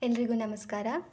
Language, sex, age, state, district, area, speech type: Kannada, female, 18-30, Karnataka, Dharwad, rural, spontaneous